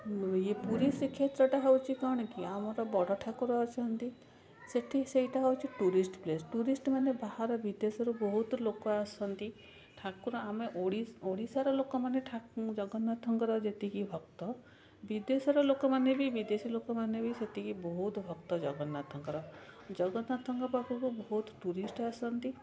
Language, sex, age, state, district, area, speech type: Odia, female, 45-60, Odisha, Cuttack, urban, spontaneous